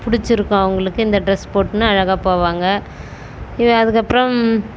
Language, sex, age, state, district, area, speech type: Tamil, female, 30-45, Tamil Nadu, Tiruvannamalai, urban, spontaneous